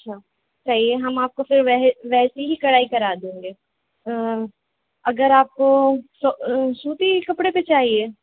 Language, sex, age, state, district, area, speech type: Urdu, female, 18-30, Uttar Pradesh, Rampur, urban, conversation